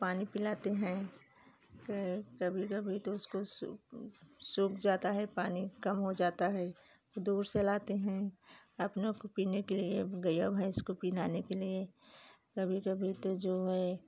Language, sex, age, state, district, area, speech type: Hindi, female, 45-60, Uttar Pradesh, Pratapgarh, rural, spontaneous